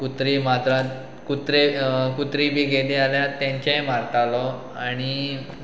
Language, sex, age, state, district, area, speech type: Goan Konkani, male, 30-45, Goa, Pernem, rural, spontaneous